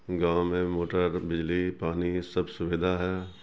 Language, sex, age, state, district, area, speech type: Urdu, male, 60+, Bihar, Supaul, rural, spontaneous